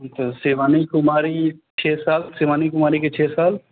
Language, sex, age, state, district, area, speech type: Maithili, male, 18-30, Bihar, Sitamarhi, rural, conversation